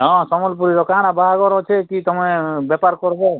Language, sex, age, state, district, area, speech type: Odia, male, 45-60, Odisha, Kalahandi, rural, conversation